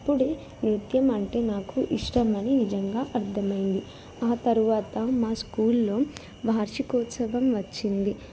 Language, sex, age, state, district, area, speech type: Telugu, female, 18-30, Telangana, Jangaon, rural, spontaneous